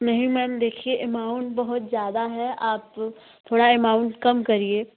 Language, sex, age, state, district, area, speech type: Hindi, female, 18-30, Uttar Pradesh, Jaunpur, urban, conversation